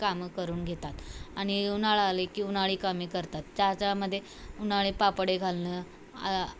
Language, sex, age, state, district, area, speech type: Marathi, female, 18-30, Maharashtra, Osmanabad, rural, spontaneous